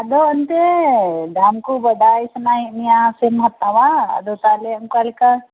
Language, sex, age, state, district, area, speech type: Santali, female, 45-60, West Bengal, Birbhum, rural, conversation